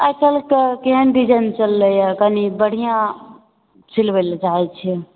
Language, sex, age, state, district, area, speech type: Maithili, female, 45-60, Bihar, Supaul, urban, conversation